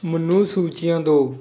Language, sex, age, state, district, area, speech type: Punjabi, male, 18-30, Punjab, Fatehgarh Sahib, rural, read